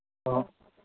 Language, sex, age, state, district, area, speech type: Manipuri, male, 30-45, Manipur, Imphal East, rural, conversation